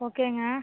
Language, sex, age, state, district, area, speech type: Tamil, female, 45-60, Tamil Nadu, Thoothukudi, urban, conversation